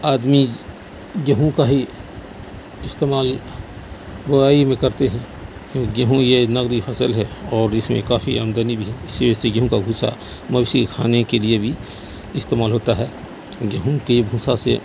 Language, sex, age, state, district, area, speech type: Urdu, male, 45-60, Bihar, Saharsa, rural, spontaneous